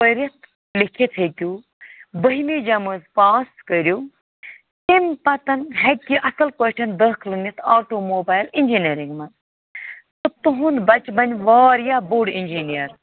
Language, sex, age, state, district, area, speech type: Kashmiri, female, 45-60, Jammu and Kashmir, Bandipora, rural, conversation